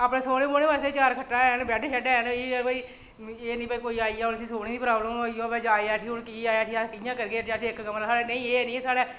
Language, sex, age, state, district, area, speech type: Dogri, female, 45-60, Jammu and Kashmir, Reasi, rural, spontaneous